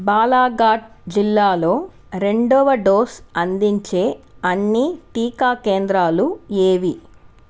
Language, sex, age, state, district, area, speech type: Telugu, female, 30-45, Andhra Pradesh, Sri Balaji, urban, read